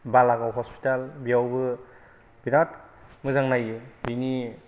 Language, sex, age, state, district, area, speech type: Bodo, male, 30-45, Assam, Kokrajhar, rural, spontaneous